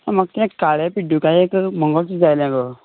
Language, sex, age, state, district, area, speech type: Goan Konkani, male, 18-30, Goa, Canacona, rural, conversation